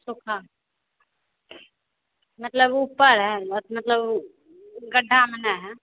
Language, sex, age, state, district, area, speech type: Hindi, female, 30-45, Bihar, Begusarai, rural, conversation